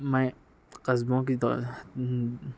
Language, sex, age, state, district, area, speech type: Urdu, male, 60+, Maharashtra, Nashik, urban, spontaneous